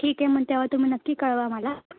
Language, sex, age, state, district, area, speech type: Marathi, female, 18-30, Maharashtra, Thane, urban, conversation